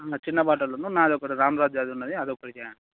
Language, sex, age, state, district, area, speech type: Telugu, male, 18-30, Telangana, Mancherial, rural, conversation